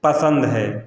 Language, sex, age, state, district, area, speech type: Hindi, male, 45-60, Uttar Pradesh, Lucknow, rural, spontaneous